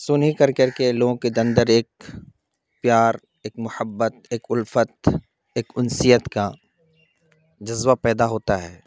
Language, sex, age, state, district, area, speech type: Urdu, male, 30-45, Bihar, Khagaria, rural, spontaneous